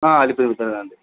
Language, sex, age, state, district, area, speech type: Telugu, male, 30-45, Andhra Pradesh, Kadapa, rural, conversation